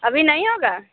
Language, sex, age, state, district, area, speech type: Hindi, female, 45-60, Uttar Pradesh, Mirzapur, rural, conversation